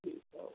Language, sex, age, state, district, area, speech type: Hindi, male, 60+, Uttar Pradesh, Sitapur, rural, conversation